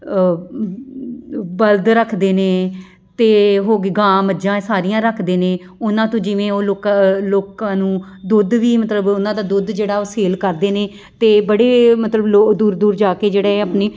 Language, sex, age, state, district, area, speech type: Punjabi, female, 30-45, Punjab, Amritsar, urban, spontaneous